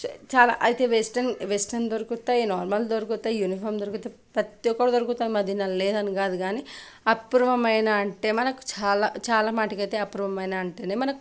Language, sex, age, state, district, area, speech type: Telugu, female, 18-30, Telangana, Nalgonda, urban, spontaneous